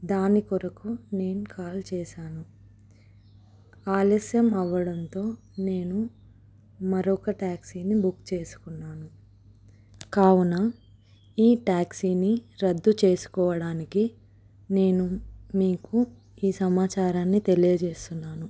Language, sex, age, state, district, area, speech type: Telugu, female, 18-30, Telangana, Adilabad, urban, spontaneous